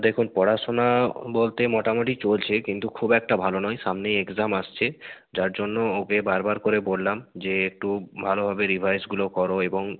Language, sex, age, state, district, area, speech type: Bengali, male, 30-45, West Bengal, Nadia, urban, conversation